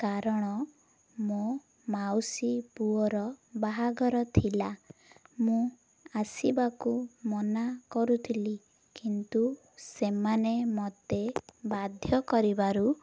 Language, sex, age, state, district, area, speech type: Odia, female, 18-30, Odisha, Ganjam, urban, spontaneous